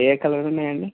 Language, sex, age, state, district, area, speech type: Telugu, male, 30-45, Andhra Pradesh, Srikakulam, urban, conversation